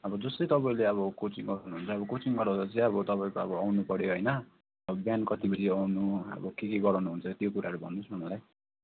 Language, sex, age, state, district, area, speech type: Nepali, male, 30-45, West Bengal, Darjeeling, rural, conversation